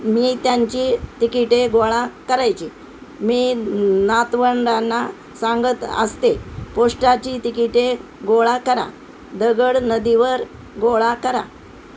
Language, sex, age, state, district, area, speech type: Marathi, female, 60+, Maharashtra, Nanded, urban, spontaneous